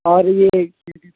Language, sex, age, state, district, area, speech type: Urdu, male, 18-30, Bihar, Purnia, rural, conversation